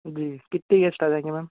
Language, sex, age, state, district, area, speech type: Hindi, male, 18-30, Madhya Pradesh, Bhopal, rural, conversation